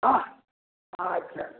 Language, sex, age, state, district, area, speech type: Maithili, male, 60+, Bihar, Samastipur, rural, conversation